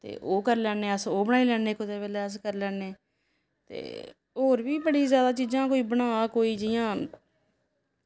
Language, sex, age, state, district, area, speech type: Dogri, female, 30-45, Jammu and Kashmir, Samba, rural, spontaneous